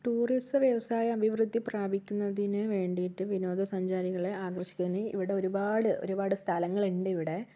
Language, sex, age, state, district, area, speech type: Malayalam, female, 30-45, Kerala, Wayanad, rural, spontaneous